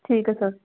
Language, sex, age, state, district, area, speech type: Punjabi, female, 30-45, Punjab, Kapurthala, urban, conversation